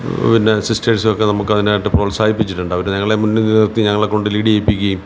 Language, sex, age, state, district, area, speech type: Malayalam, male, 45-60, Kerala, Kollam, rural, spontaneous